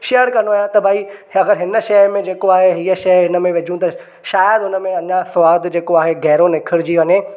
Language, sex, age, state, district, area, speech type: Sindhi, male, 18-30, Maharashtra, Thane, urban, spontaneous